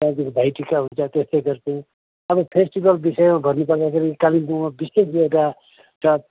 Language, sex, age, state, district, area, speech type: Nepali, male, 60+, West Bengal, Kalimpong, rural, conversation